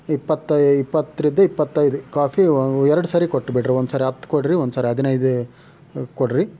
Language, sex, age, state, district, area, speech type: Kannada, male, 18-30, Karnataka, Chitradurga, rural, spontaneous